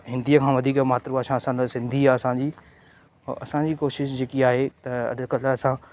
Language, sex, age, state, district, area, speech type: Sindhi, male, 18-30, Madhya Pradesh, Katni, urban, spontaneous